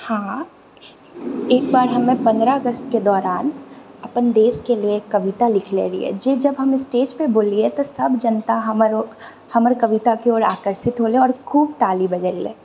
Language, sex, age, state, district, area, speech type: Maithili, female, 30-45, Bihar, Purnia, urban, spontaneous